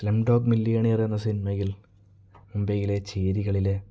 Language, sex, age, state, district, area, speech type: Malayalam, male, 18-30, Kerala, Kasaragod, rural, spontaneous